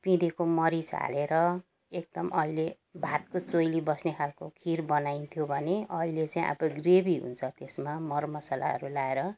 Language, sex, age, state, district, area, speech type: Nepali, female, 60+, West Bengal, Jalpaiguri, rural, spontaneous